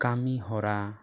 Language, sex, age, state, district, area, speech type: Santali, male, 18-30, West Bengal, Bankura, rural, spontaneous